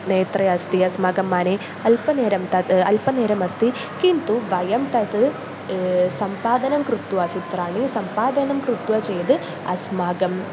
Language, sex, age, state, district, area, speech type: Sanskrit, female, 18-30, Kerala, Malappuram, rural, spontaneous